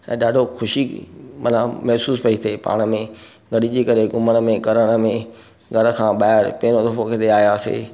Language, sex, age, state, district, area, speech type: Sindhi, male, 45-60, Maharashtra, Thane, urban, spontaneous